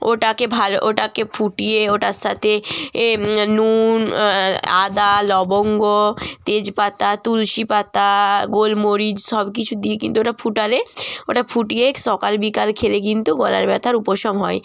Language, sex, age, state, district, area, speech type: Bengali, female, 30-45, West Bengal, Jalpaiguri, rural, spontaneous